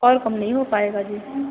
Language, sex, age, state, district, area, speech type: Hindi, female, 18-30, Madhya Pradesh, Narsinghpur, rural, conversation